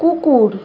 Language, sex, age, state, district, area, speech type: Bengali, female, 30-45, West Bengal, Nadia, rural, read